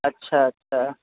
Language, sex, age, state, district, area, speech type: Urdu, male, 30-45, Bihar, Madhubani, rural, conversation